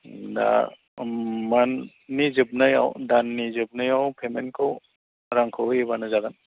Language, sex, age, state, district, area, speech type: Bodo, male, 45-60, Assam, Baksa, urban, conversation